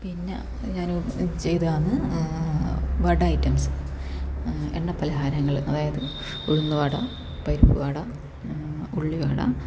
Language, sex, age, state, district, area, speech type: Malayalam, female, 30-45, Kerala, Kasaragod, rural, spontaneous